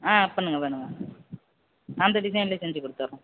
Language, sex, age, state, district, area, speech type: Tamil, male, 18-30, Tamil Nadu, Mayiladuthurai, urban, conversation